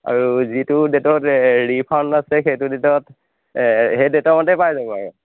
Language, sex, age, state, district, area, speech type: Assamese, male, 18-30, Assam, Majuli, urban, conversation